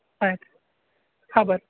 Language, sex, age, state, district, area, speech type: Kannada, male, 45-60, Karnataka, Belgaum, rural, conversation